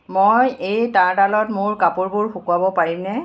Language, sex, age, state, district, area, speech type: Assamese, female, 45-60, Assam, Charaideo, urban, read